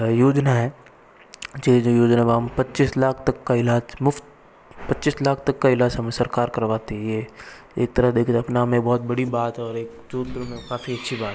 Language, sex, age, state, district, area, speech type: Hindi, male, 60+, Rajasthan, Jodhpur, urban, spontaneous